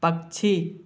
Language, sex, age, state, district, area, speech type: Hindi, male, 18-30, Madhya Pradesh, Bhopal, urban, read